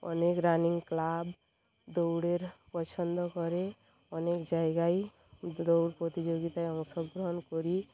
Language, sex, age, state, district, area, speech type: Bengali, female, 45-60, West Bengal, Bankura, rural, spontaneous